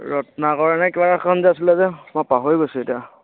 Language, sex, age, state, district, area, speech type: Assamese, male, 45-60, Assam, Lakhimpur, rural, conversation